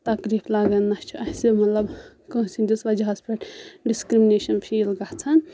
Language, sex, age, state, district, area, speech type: Kashmiri, female, 18-30, Jammu and Kashmir, Anantnag, rural, spontaneous